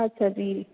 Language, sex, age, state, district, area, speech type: Punjabi, female, 45-60, Punjab, Jalandhar, urban, conversation